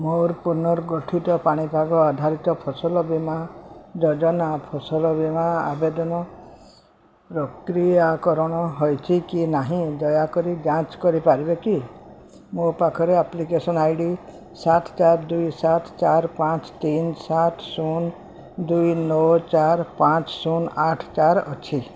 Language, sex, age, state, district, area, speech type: Odia, female, 60+, Odisha, Sundergarh, urban, read